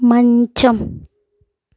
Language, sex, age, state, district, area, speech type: Telugu, female, 18-30, Andhra Pradesh, Chittoor, rural, read